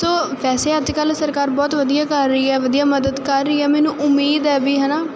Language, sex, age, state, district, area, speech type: Punjabi, female, 18-30, Punjab, Muktsar, urban, spontaneous